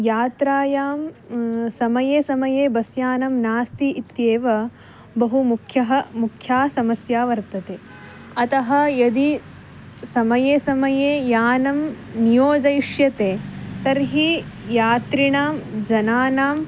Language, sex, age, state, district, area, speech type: Sanskrit, female, 18-30, Karnataka, Uttara Kannada, rural, spontaneous